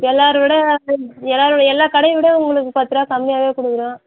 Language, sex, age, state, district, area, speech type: Tamil, female, 30-45, Tamil Nadu, Tiruvannamalai, rural, conversation